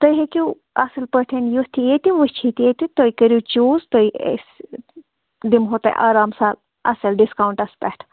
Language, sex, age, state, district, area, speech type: Kashmiri, female, 30-45, Jammu and Kashmir, Kulgam, rural, conversation